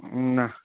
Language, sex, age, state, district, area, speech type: Bengali, male, 18-30, West Bengal, Howrah, urban, conversation